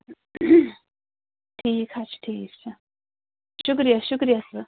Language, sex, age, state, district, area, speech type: Kashmiri, female, 30-45, Jammu and Kashmir, Pulwama, urban, conversation